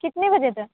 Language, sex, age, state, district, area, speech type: Urdu, female, 30-45, Uttar Pradesh, Aligarh, rural, conversation